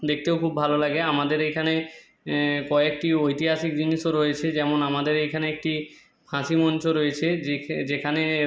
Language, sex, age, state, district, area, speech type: Bengali, male, 30-45, West Bengal, Jhargram, rural, spontaneous